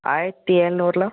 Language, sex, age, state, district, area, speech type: Tamil, male, 18-30, Tamil Nadu, Salem, rural, conversation